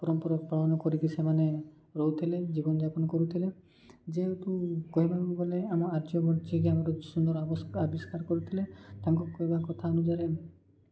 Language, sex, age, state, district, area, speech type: Odia, male, 30-45, Odisha, Koraput, urban, spontaneous